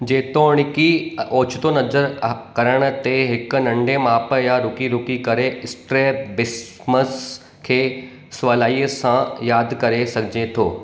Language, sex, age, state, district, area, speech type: Sindhi, male, 30-45, Gujarat, Surat, urban, read